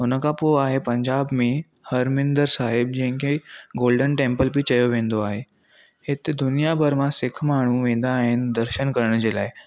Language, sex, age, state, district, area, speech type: Sindhi, male, 18-30, Maharashtra, Thane, urban, spontaneous